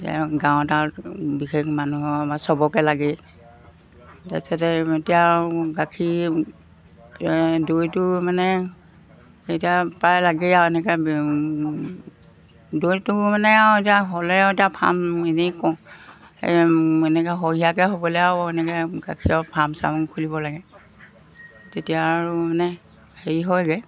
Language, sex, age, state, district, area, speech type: Assamese, female, 60+, Assam, Golaghat, rural, spontaneous